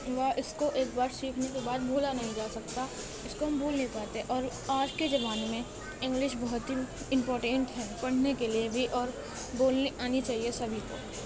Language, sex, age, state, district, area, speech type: Urdu, female, 18-30, Uttar Pradesh, Gautam Buddha Nagar, urban, spontaneous